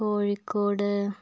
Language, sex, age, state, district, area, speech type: Malayalam, female, 30-45, Kerala, Kozhikode, urban, spontaneous